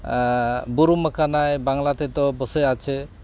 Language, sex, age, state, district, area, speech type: Santali, male, 60+, West Bengal, Malda, rural, spontaneous